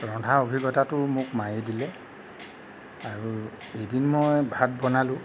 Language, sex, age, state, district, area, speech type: Assamese, male, 30-45, Assam, Nagaon, rural, spontaneous